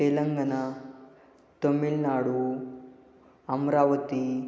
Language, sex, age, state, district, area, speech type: Marathi, male, 18-30, Maharashtra, Ratnagiri, urban, spontaneous